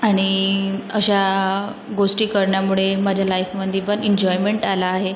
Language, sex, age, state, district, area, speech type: Marathi, female, 30-45, Maharashtra, Nagpur, urban, spontaneous